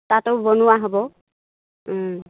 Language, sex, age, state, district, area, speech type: Assamese, female, 60+, Assam, Dibrugarh, rural, conversation